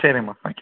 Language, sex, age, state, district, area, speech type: Tamil, male, 30-45, Tamil Nadu, Pudukkottai, rural, conversation